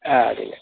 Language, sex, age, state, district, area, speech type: Kannada, male, 30-45, Karnataka, Uttara Kannada, rural, conversation